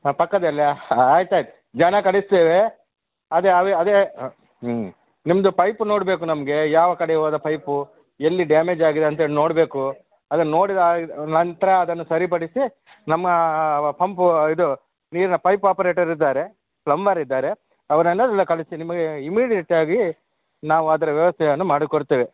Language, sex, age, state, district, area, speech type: Kannada, male, 60+, Karnataka, Udupi, rural, conversation